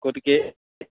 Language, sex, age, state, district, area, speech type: Assamese, male, 45-60, Assam, Goalpara, rural, conversation